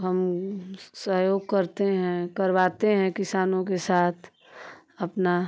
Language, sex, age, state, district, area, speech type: Hindi, female, 30-45, Uttar Pradesh, Ghazipur, rural, spontaneous